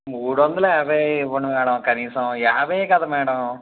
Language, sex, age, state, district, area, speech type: Telugu, male, 18-30, Andhra Pradesh, Guntur, urban, conversation